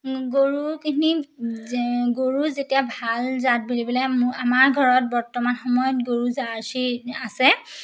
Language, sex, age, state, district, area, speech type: Assamese, female, 18-30, Assam, Majuli, urban, spontaneous